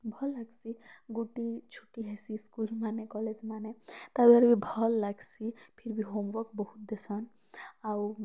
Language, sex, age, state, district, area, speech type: Odia, female, 18-30, Odisha, Kalahandi, rural, spontaneous